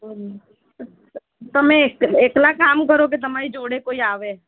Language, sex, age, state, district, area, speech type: Gujarati, female, 30-45, Gujarat, Ahmedabad, urban, conversation